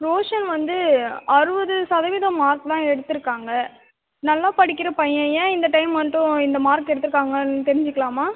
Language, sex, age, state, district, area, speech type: Tamil, female, 18-30, Tamil Nadu, Cuddalore, rural, conversation